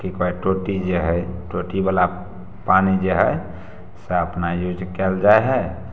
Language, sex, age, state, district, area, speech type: Maithili, male, 30-45, Bihar, Samastipur, rural, spontaneous